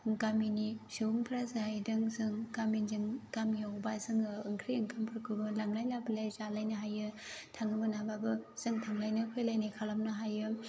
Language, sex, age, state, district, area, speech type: Bodo, female, 30-45, Assam, Chirang, rural, spontaneous